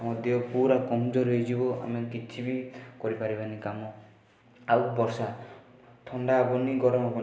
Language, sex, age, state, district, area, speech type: Odia, male, 18-30, Odisha, Rayagada, urban, spontaneous